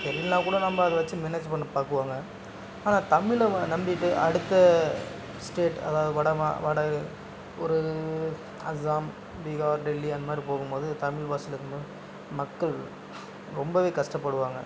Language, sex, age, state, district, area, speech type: Tamil, male, 45-60, Tamil Nadu, Dharmapuri, rural, spontaneous